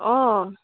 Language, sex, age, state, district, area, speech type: Assamese, female, 30-45, Assam, Sivasagar, rural, conversation